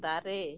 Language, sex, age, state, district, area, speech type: Santali, female, 45-60, West Bengal, Birbhum, rural, read